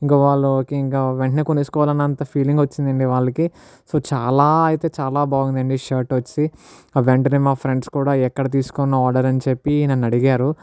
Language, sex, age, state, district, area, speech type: Telugu, male, 60+, Andhra Pradesh, Kakinada, urban, spontaneous